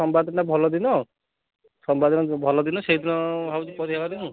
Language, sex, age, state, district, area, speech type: Odia, male, 30-45, Odisha, Kendujhar, urban, conversation